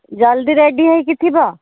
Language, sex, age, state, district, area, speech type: Odia, female, 30-45, Odisha, Nayagarh, rural, conversation